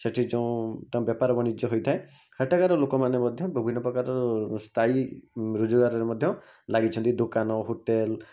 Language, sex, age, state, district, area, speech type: Odia, male, 45-60, Odisha, Bhadrak, rural, spontaneous